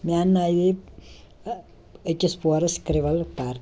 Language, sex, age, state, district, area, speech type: Kashmiri, female, 60+, Jammu and Kashmir, Srinagar, urban, spontaneous